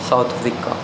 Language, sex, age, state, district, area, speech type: Punjabi, male, 30-45, Punjab, Mansa, urban, spontaneous